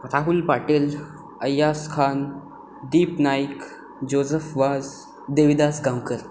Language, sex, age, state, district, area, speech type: Goan Konkani, male, 18-30, Goa, Tiswadi, rural, spontaneous